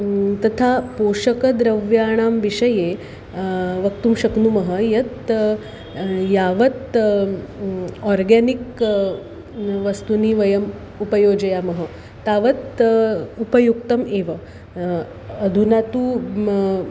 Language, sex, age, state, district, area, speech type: Sanskrit, female, 30-45, Maharashtra, Nagpur, urban, spontaneous